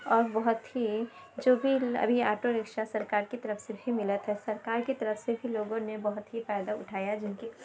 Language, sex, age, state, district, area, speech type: Urdu, female, 18-30, Uttar Pradesh, Lucknow, rural, spontaneous